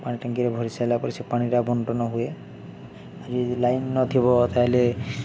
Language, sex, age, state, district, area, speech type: Odia, male, 30-45, Odisha, Balangir, urban, spontaneous